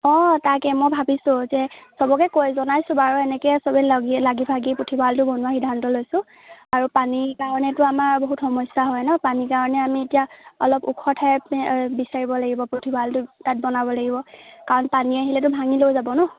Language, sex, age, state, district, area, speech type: Assamese, female, 18-30, Assam, Lakhimpur, rural, conversation